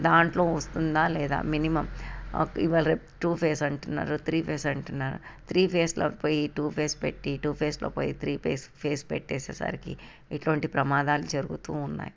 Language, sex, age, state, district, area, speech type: Telugu, female, 30-45, Telangana, Hyderabad, urban, spontaneous